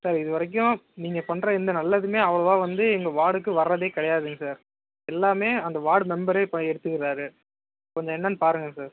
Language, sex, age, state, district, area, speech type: Tamil, male, 30-45, Tamil Nadu, Ariyalur, rural, conversation